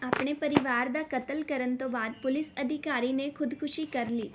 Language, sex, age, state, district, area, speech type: Punjabi, female, 18-30, Punjab, Rupnagar, urban, read